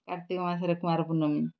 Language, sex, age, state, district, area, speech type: Odia, female, 60+, Odisha, Kendrapara, urban, spontaneous